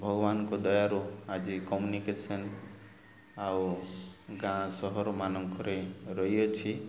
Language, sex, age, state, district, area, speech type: Odia, male, 30-45, Odisha, Koraput, urban, spontaneous